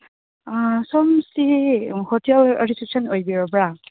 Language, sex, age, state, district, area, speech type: Manipuri, female, 30-45, Manipur, Chandel, rural, conversation